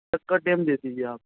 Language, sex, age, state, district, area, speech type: Urdu, male, 45-60, Delhi, South Delhi, urban, conversation